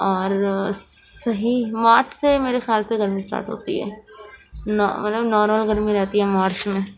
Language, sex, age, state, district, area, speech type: Urdu, female, 18-30, Uttar Pradesh, Gautam Buddha Nagar, urban, spontaneous